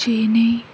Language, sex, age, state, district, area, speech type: Telugu, female, 18-30, Andhra Pradesh, Anantapur, urban, spontaneous